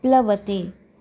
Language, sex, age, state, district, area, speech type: Sanskrit, female, 45-60, Maharashtra, Nagpur, urban, read